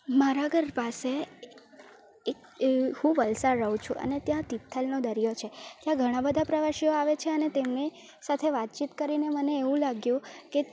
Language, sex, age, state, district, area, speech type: Gujarati, female, 18-30, Gujarat, Valsad, rural, spontaneous